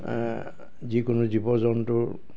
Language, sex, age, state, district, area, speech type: Assamese, male, 60+, Assam, Dibrugarh, urban, spontaneous